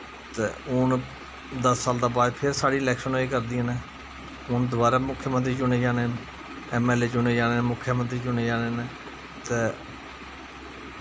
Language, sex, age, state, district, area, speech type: Dogri, male, 45-60, Jammu and Kashmir, Jammu, rural, spontaneous